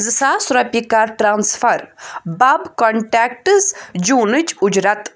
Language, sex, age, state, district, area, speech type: Kashmiri, female, 18-30, Jammu and Kashmir, Budgam, urban, read